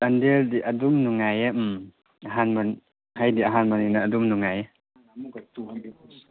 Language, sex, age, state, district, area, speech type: Manipuri, male, 30-45, Manipur, Chandel, rural, conversation